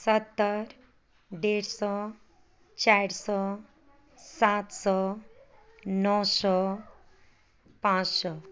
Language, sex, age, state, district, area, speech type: Maithili, female, 45-60, Bihar, Madhubani, rural, spontaneous